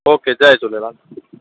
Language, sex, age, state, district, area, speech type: Sindhi, male, 30-45, Gujarat, Kutch, urban, conversation